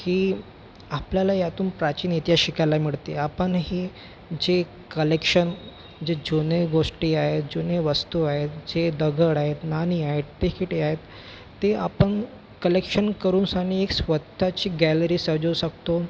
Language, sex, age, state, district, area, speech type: Marathi, female, 18-30, Maharashtra, Nagpur, urban, spontaneous